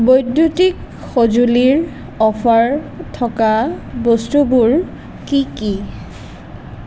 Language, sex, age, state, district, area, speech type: Assamese, female, 18-30, Assam, Sonitpur, rural, read